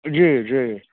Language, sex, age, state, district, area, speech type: Maithili, male, 30-45, Bihar, Madhubani, rural, conversation